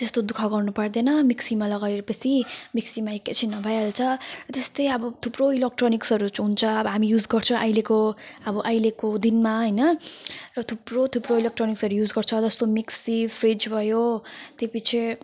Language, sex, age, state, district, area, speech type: Nepali, female, 18-30, West Bengal, Jalpaiguri, urban, spontaneous